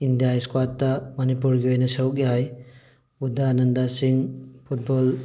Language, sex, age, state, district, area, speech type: Manipuri, male, 18-30, Manipur, Thoubal, rural, spontaneous